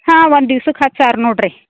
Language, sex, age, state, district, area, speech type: Kannada, female, 60+, Karnataka, Belgaum, rural, conversation